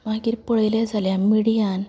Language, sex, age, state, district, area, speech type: Goan Konkani, female, 30-45, Goa, Canacona, urban, spontaneous